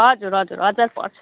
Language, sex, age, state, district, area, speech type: Nepali, female, 30-45, West Bengal, Alipurduar, urban, conversation